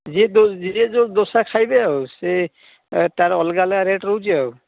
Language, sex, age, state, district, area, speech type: Odia, male, 45-60, Odisha, Gajapati, rural, conversation